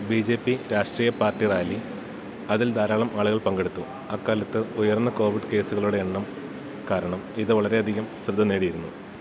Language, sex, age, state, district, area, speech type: Malayalam, male, 30-45, Kerala, Idukki, rural, read